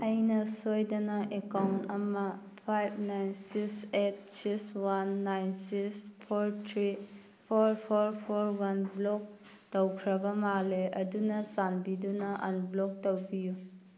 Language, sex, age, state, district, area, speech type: Manipuri, female, 18-30, Manipur, Thoubal, rural, read